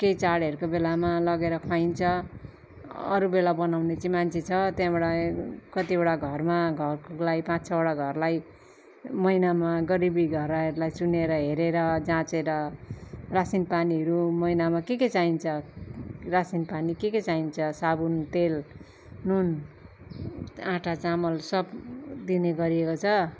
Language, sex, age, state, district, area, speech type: Nepali, female, 45-60, West Bengal, Darjeeling, rural, spontaneous